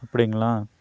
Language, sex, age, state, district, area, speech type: Tamil, male, 30-45, Tamil Nadu, Coimbatore, rural, spontaneous